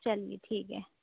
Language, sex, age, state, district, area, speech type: Urdu, female, 18-30, Uttar Pradesh, Rampur, urban, conversation